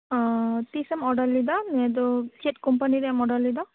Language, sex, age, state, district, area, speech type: Santali, female, 30-45, West Bengal, Birbhum, rural, conversation